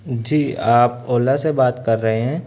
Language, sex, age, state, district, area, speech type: Urdu, male, 30-45, Maharashtra, Nashik, urban, spontaneous